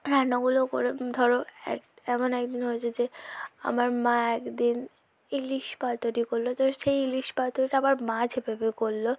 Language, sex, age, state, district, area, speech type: Bengali, female, 18-30, West Bengal, South 24 Parganas, rural, spontaneous